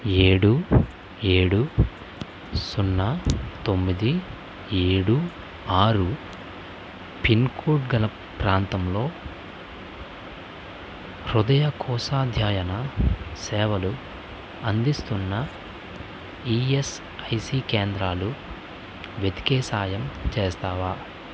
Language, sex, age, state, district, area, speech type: Telugu, male, 18-30, Andhra Pradesh, Krishna, rural, read